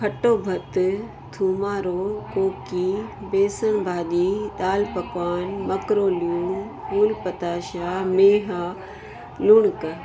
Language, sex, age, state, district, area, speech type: Sindhi, female, 60+, Uttar Pradesh, Lucknow, rural, spontaneous